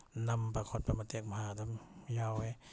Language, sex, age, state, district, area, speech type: Manipuri, male, 45-60, Manipur, Bishnupur, rural, spontaneous